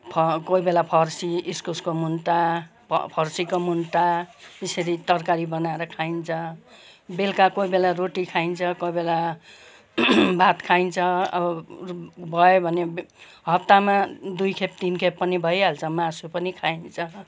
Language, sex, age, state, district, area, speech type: Nepali, female, 60+, West Bengal, Kalimpong, rural, spontaneous